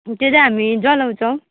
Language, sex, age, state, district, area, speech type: Nepali, female, 18-30, West Bengal, Darjeeling, rural, conversation